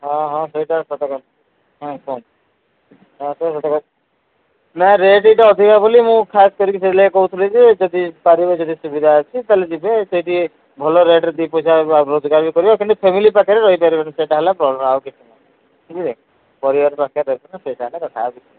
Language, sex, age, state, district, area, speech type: Odia, male, 45-60, Odisha, Sundergarh, rural, conversation